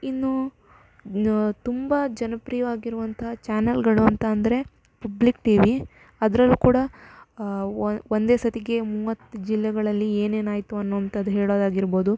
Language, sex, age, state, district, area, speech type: Kannada, female, 18-30, Karnataka, Shimoga, rural, spontaneous